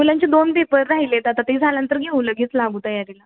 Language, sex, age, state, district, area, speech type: Marathi, female, 18-30, Maharashtra, Satara, urban, conversation